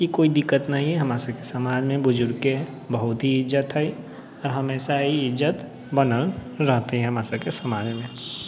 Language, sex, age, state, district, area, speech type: Maithili, male, 18-30, Bihar, Sitamarhi, rural, spontaneous